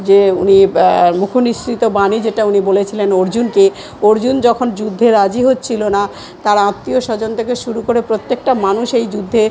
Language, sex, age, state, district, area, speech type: Bengali, female, 45-60, West Bengal, South 24 Parganas, urban, spontaneous